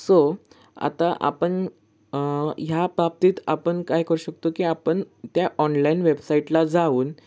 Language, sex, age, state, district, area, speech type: Marathi, male, 18-30, Maharashtra, Sangli, urban, spontaneous